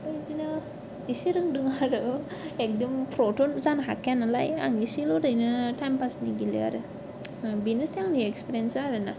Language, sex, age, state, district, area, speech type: Bodo, female, 18-30, Assam, Kokrajhar, urban, spontaneous